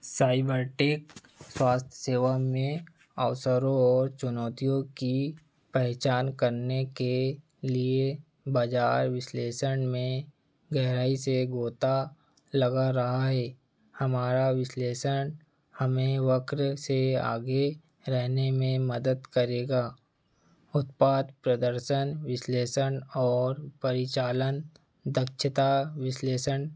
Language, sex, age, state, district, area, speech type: Hindi, male, 30-45, Madhya Pradesh, Seoni, rural, read